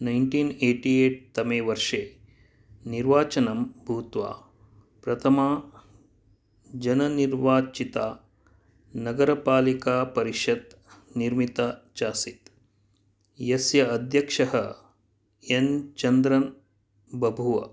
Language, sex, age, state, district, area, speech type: Sanskrit, male, 45-60, Karnataka, Dakshina Kannada, urban, read